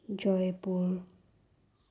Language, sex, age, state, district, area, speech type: Assamese, female, 30-45, Assam, Sonitpur, rural, spontaneous